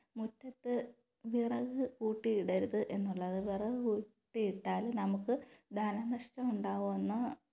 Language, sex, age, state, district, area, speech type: Malayalam, female, 30-45, Kerala, Thiruvananthapuram, rural, spontaneous